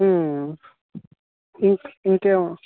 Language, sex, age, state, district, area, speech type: Telugu, male, 18-30, Andhra Pradesh, Bapatla, urban, conversation